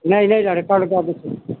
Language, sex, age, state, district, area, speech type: Hindi, male, 60+, Uttar Pradesh, Sitapur, rural, conversation